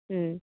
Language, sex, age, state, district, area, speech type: Malayalam, male, 30-45, Kerala, Wayanad, rural, conversation